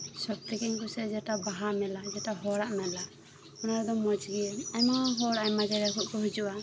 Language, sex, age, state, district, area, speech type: Santali, female, 18-30, West Bengal, Birbhum, rural, spontaneous